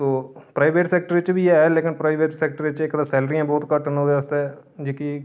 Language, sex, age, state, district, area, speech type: Dogri, male, 30-45, Jammu and Kashmir, Reasi, urban, spontaneous